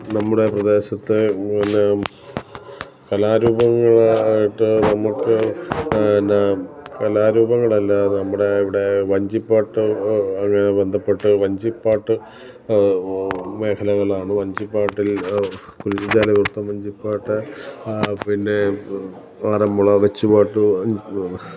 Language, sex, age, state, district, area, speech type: Malayalam, male, 45-60, Kerala, Alappuzha, rural, spontaneous